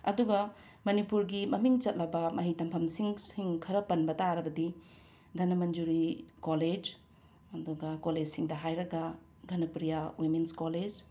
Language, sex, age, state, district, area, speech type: Manipuri, female, 60+, Manipur, Imphal East, urban, spontaneous